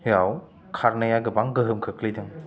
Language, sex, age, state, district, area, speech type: Bodo, male, 30-45, Assam, Chirang, rural, spontaneous